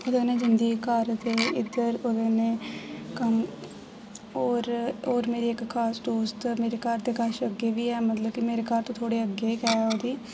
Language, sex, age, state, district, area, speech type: Dogri, female, 18-30, Jammu and Kashmir, Jammu, rural, spontaneous